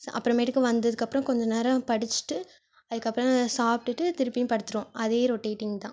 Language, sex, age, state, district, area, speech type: Tamil, female, 18-30, Tamil Nadu, Ariyalur, rural, spontaneous